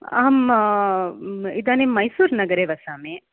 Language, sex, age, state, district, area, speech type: Sanskrit, female, 45-60, Telangana, Hyderabad, urban, conversation